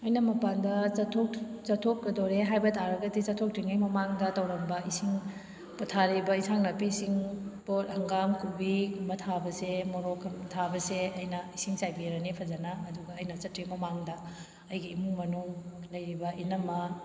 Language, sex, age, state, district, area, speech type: Manipuri, female, 30-45, Manipur, Kakching, rural, spontaneous